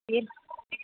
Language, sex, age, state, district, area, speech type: Hindi, female, 60+, Rajasthan, Jaipur, urban, conversation